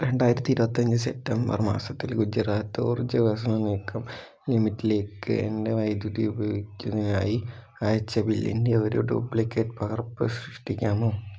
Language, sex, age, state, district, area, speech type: Malayalam, male, 18-30, Kerala, Wayanad, rural, read